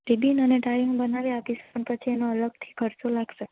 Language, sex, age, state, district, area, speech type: Gujarati, female, 18-30, Gujarat, Junagadh, rural, conversation